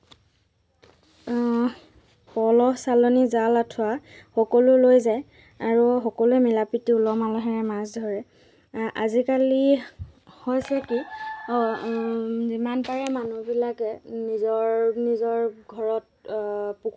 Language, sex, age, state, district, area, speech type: Assamese, female, 45-60, Assam, Dhemaji, rural, spontaneous